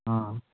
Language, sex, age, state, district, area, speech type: Manipuri, male, 18-30, Manipur, Kangpokpi, urban, conversation